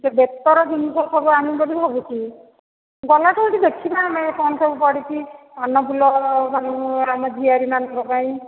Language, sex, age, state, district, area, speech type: Odia, female, 45-60, Odisha, Dhenkanal, rural, conversation